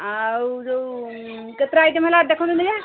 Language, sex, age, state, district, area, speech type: Odia, female, 45-60, Odisha, Angul, rural, conversation